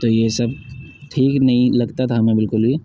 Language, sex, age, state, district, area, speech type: Urdu, male, 30-45, Uttar Pradesh, Ghaziabad, urban, spontaneous